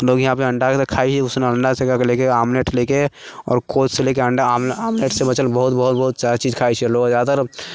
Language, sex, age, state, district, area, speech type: Maithili, male, 45-60, Bihar, Sitamarhi, urban, spontaneous